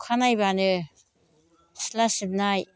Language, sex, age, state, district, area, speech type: Bodo, female, 60+, Assam, Chirang, rural, spontaneous